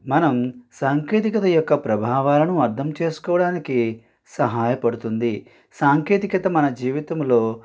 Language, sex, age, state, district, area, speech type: Telugu, male, 60+, Andhra Pradesh, Konaseema, rural, spontaneous